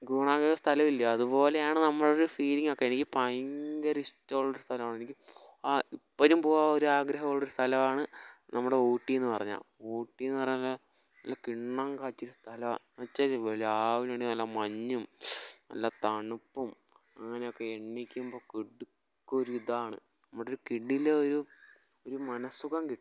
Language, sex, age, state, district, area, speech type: Malayalam, male, 18-30, Kerala, Kollam, rural, spontaneous